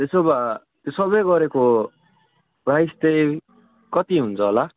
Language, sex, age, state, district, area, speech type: Nepali, male, 45-60, West Bengal, Darjeeling, rural, conversation